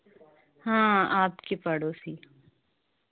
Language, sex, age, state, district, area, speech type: Hindi, female, 18-30, Rajasthan, Nagaur, urban, conversation